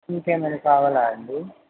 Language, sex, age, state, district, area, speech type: Telugu, male, 18-30, Andhra Pradesh, N T Rama Rao, urban, conversation